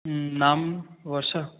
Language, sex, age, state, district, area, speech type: Hindi, male, 18-30, Madhya Pradesh, Katni, urban, conversation